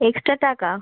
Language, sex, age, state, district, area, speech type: Bengali, female, 30-45, West Bengal, South 24 Parganas, rural, conversation